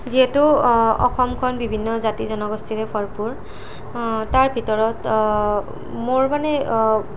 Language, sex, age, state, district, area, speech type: Assamese, female, 18-30, Assam, Nalbari, rural, spontaneous